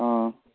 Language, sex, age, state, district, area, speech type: Manipuri, male, 18-30, Manipur, Kakching, rural, conversation